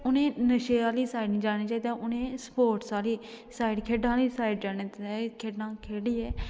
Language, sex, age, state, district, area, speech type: Dogri, female, 18-30, Jammu and Kashmir, Kathua, rural, spontaneous